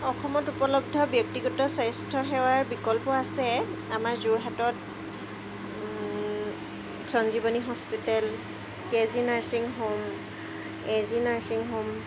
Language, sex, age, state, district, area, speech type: Assamese, female, 30-45, Assam, Jorhat, urban, spontaneous